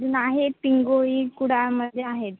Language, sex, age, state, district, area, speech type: Marathi, female, 18-30, Maharashtra, Sindhudurg, rural, conversation